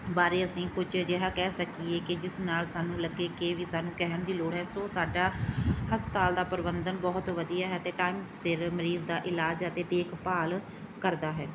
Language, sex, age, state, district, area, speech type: Punjabi, female, 30-45, Punjab, Mansa, rural, spontaneous